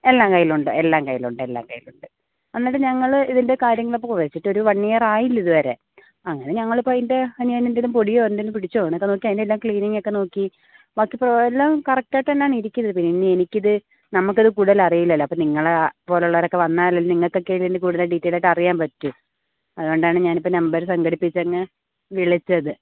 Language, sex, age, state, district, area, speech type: Malayalam, female, 18-30, Kerala, Kollam, urban, conversation